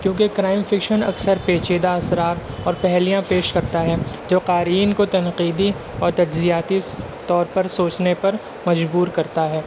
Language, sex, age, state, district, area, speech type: Urdu, male, 60+, Maharashtra, Nashik, urban, spontaneous